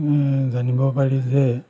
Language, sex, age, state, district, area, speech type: Assamese, male, 45-60, Assam, Majuli, urban, spontaneous